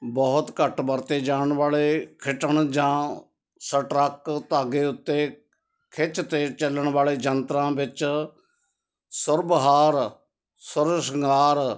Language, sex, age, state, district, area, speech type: Punjabi, male, 60+, Punjab, Ludhiana, rural, read